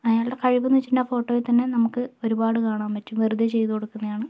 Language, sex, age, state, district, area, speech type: Malayalam, female, 60+, Kerala, Kozhikode, urban, spontaneous